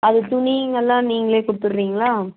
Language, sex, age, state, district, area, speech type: Tamil, female, 60+, Tamil Nadu, Dharmapuri, urban, conversation